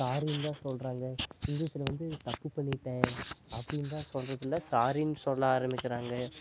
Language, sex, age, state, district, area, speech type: Tamil, male, 18-30, Tamil Nadu, Namakkal, rural, spontaneous